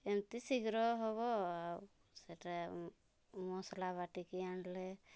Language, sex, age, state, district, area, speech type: Odia, female, 45-60, Odisha, Mayurbhanj, rural, spontaneous